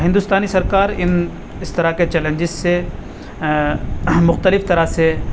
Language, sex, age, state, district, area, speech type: Urdu, male, 30-45, Uttar Pradesh, Aligarh, urban, spontaneous